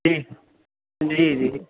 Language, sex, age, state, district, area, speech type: Urdu, male, 30-45, Uttar Pradesh, Lucknow, urban, conversation